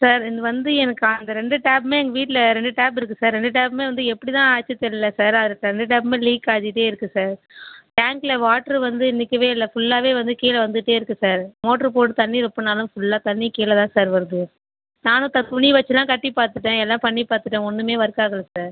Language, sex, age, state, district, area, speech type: Tamil, female, 30-45, Tamil Nadu, Viluppuram, rural, conversation